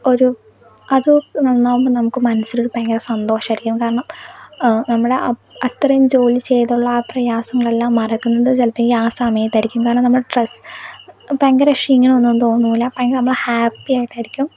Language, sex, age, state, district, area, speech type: Malayalam, female, 18-30, Kerala, Kozhikode, urban, spontaneous